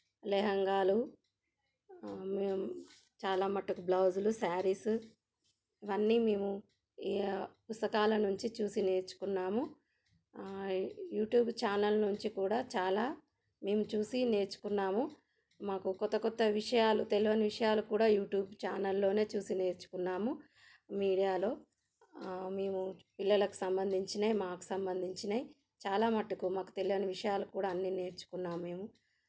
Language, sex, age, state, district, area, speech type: Telugu, female, 30-45, Telangana, Jagtial, rural, spontaneous